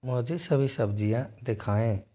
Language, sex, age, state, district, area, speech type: Hindi, male, 18-30, Rajasthan, Jodhpur, rural, read